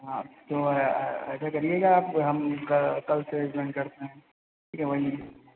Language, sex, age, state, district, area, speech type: Hindi, male, 30-45, Uttar Pradesh, Lucknow, rural, conversation